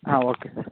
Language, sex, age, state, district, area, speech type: Kannada, male, 18-30, Karnataka, Shimoga, rural, conversation